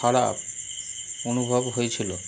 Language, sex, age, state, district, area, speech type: Bengali, male, 30-45, West Bengal, Howrah, urban, spontaneous